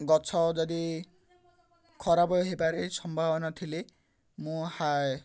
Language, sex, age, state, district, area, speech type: Odia, male, 18-30, Odisha, Ganjam, urban, spontaneous